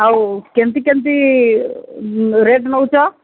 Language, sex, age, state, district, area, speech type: Odia, female, 45-60, Odisha, Sundergarh, rural, conversation